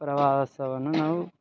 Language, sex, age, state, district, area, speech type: Kannada, male, 18-30, Karnataka, Vijayanagara, rural, spontaneous